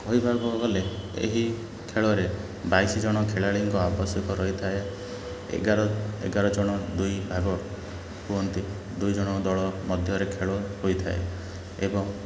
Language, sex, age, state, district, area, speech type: Odia, male, 18-30, Odisha, Ganjam, urban, spontaneous